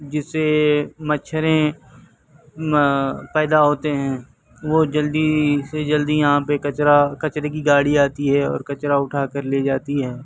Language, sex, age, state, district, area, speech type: Urdu, male, 45-60, Telangana, Hyderabad, urban, spontaneous